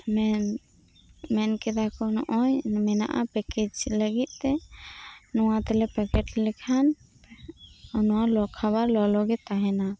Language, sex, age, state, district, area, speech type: Santali, female, 18-30, West Bengal, Birbhum, rural, spontaneous